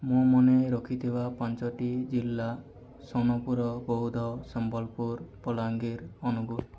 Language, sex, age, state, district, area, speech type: Odia, male, 18-30, Odisha, Boudh, rural, spontaneous